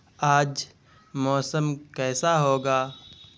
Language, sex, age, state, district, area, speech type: Urdu, male, 18-30, Bihar, Purnia, rural, read